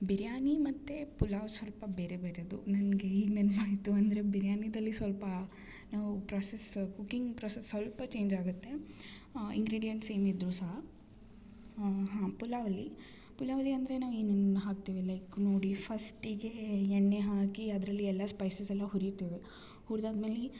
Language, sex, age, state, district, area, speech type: Kannada, female, 18-30, Karnataka, Gulbarga, urban, spontaneous